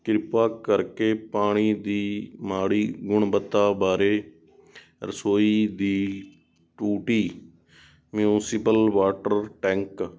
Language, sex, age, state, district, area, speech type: Punjabi, male, 18-30, Punjab, Sangrur, urban, read